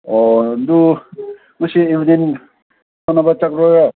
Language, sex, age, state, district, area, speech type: Manipuri, male, 18-30, Manipur, Senapati, rural, conversation